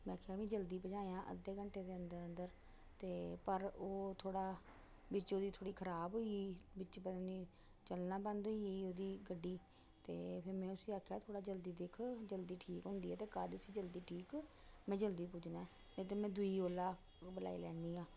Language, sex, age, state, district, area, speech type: Dogri, female, 60+, Jammu and Kashmir, Reasi, rural, spontaneous